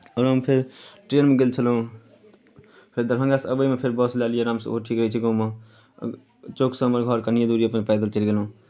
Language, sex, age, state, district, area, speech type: Maithili, male, 18-30, Bihar, Darbhanga, rural, spontaneous